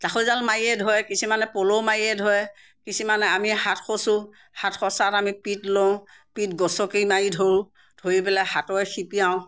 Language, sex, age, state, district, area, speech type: Assamese, female, 60+, Assam, Morigaon, rural, spontaneous